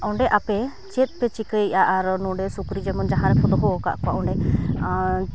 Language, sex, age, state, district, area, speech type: Santali, female, 18-30, Jharkhand, Seraikela Kharsawan, rural, spontaneous